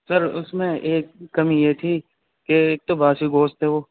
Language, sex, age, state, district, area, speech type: Urdu, male, 18-30, Uttar Pradesh, Saharanpur, urban, conversation